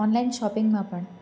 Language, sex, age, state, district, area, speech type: Gujarati, female, 18-30, Gujarat, Valsad, urban, spontaneous